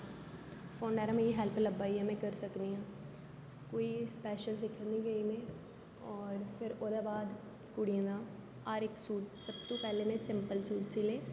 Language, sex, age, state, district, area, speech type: Dogri, female, 18-30, Jammu and Kashmir, Jammu, urban, spontaneous